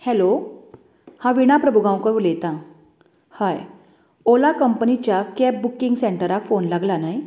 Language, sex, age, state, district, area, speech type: Goan Konkani, female, 30-45, Goa, Canacona, rural, spontaneous